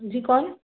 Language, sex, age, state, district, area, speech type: Hindi, female, 45-60, Madhya Pradesh, Bhopal, urban, conversation